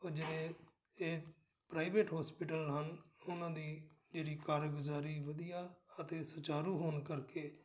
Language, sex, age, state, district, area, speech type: Punjabi, male, 60+, Punjab, Amritsar, urban, spontaneous